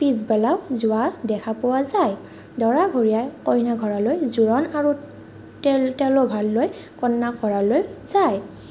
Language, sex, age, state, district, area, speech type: Assamese, female, 30-45, Assam, Morigaon, rural, spontaneous